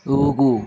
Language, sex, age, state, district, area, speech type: Kannada, male, 60+, Karnataka, Bangalore Rural, urban, read